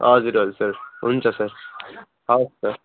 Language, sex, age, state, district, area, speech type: Nepali, male, 18-30, West Bengal, Jalpaiguri, rural, conversation